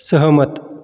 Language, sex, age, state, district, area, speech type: Marathi, male, 30-45, Maharashtra, Buldhana, urban, read